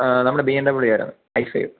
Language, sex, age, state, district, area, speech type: Malayalam, male, 18-30, Kerala, Idukki, rural, conversation